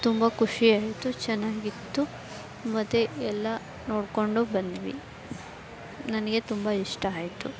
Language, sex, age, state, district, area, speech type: Kannada, female, 18-30, Karnataka, Chamarajanagar, rural, spontaneous